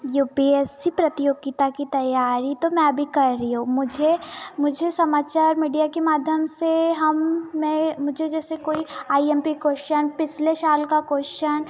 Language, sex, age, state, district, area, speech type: Hindi, female, 18-30, Madhya Pradesh, Betul, rural, spontaneous